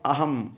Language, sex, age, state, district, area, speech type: Sanskrit, male, 30-45, Telangana, Narayanpet, urban, spontaneous